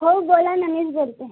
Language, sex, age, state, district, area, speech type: Marathi, female, 18-30, Maharashtra, Thane, urban, conversation